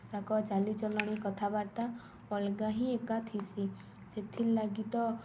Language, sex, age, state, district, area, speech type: Odia, female, 18-30, Odisha, Balangir, urban, spontaneous